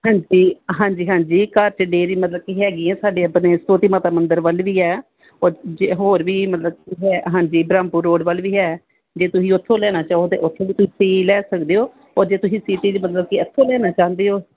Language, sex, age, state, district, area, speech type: Punjabi, female, 45-60, Punjab, Gurdaspur, urban, conversation